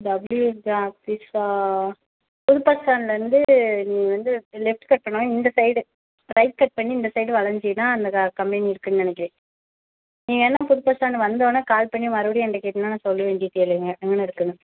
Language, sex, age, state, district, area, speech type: Tamil, female, 18-30, Tamil Nadu, Sivaganga, rural, conversation